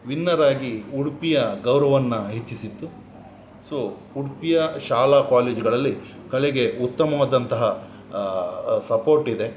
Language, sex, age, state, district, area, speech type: Kannada, male, 45-60, Karnataka, Udupi, rural, spontaneous